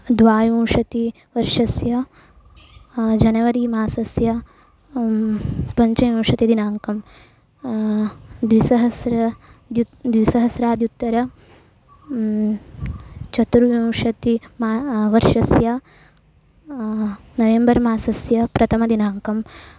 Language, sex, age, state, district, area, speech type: Sanskrit, female, 18-30, Karnataka, Uttara Kannada, rural, spontaneous